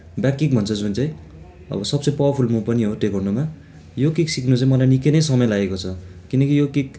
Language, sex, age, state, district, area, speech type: Nepali, male, 18-30, West Bengal, Darjeeling, rural, spontaneous